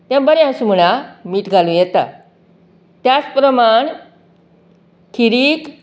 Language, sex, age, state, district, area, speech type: Goan Konkani, female, 60+, Goa, Canacona, rural, spontaneous